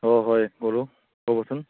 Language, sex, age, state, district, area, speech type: Assamese, male, 18-30, Assam, Kamrup Metropolitan, rural, conversation